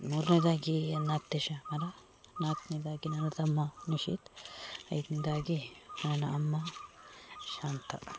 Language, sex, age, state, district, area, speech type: Kannada, female, 30-45, Karnataka, Udupi, rural, spontaneous